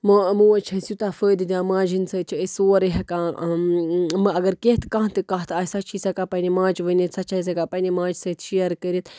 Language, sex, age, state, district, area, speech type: Kashmiri, female, 30-45, Jammu and Kashmir, Budgam, rural, spontaneous